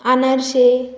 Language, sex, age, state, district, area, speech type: Marathi, female, 18-30, Maharashtra, Hingoli, urban, spontaneous